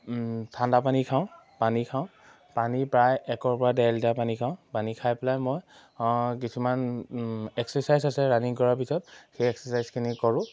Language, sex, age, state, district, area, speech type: Assamese, male, 18-30, Assam, Majuli, urban, spontaneous